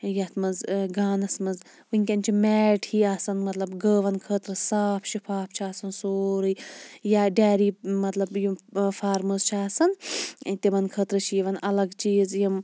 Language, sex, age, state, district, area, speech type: Kashmiri, female, 30-45, Jammu and Kashmir, Shopian, rural, spontaneous